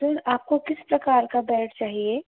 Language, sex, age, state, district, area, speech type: Hindi, female, 18-30, Rajasthan, Jaipur, urban, conversation